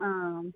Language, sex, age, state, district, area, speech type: Kannada, female, 30-45, Karnataka, Tumkur, rural, conversation